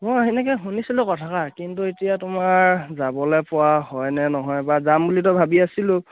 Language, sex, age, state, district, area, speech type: Assamese, male, 18-30, Assam, Charaideo, rural, conversation